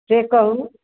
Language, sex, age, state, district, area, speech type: Maithili, female, 60+, Bihar, Supaul, rural, conversation